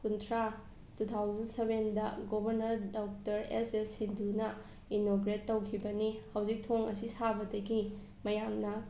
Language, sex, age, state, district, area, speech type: Manipuri, female, 30-45, Manipur, Imphal West, urban, spontaneous